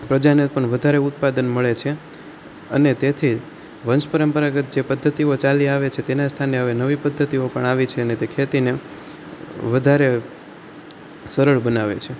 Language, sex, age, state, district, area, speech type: Gujarati, male, 18-30, Gujarat, Rajkot, rural, spontaneous